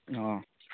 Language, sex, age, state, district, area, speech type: Manipuri, male, 45-60, Manipur, Kangpokpi, urban, conversation